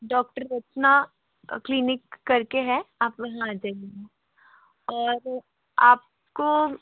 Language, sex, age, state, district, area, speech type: Hindi, female, 18-30, Madhya Pradesh, Bhopal, urban, conversation